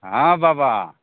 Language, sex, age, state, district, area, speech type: Maithili, male, 45-60, Bihar, Begusarai, rural, conversation